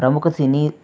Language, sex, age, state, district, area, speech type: Telugu, male, 18-30, Andhra Pradesh, Eluru, urban, spontaneous